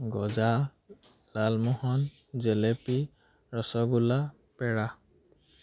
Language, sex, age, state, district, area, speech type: Assamese, male, 18-30, Assam, Majuli, urban, spontaneous